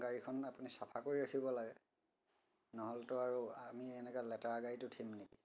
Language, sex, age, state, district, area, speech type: Assamese, male, 30-45, Assam, Biswanath, rural, spontaneous